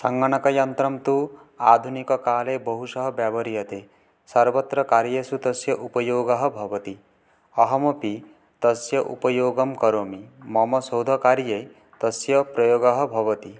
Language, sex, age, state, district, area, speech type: Sanskrit, male, 18-30, West Bengal, Paschim Medinipur, urban, spontaneous